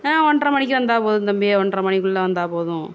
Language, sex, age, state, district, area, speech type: Tamil, female, 60+, Tamil Nadu, Tiruvarur, rural, spontaneous